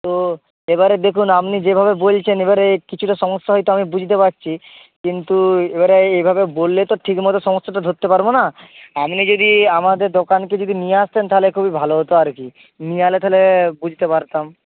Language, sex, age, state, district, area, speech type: Bengali, male, 18-30, West Bengal, Hooghly, urban, conversation